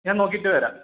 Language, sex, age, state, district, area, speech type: Malayalam, male, 18-30, Kerala, Kannur, rural, conversation